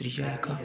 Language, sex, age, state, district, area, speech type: Dogri, male, 18-30, Jammu and Kashmir, Udhampur, rural, spontaneous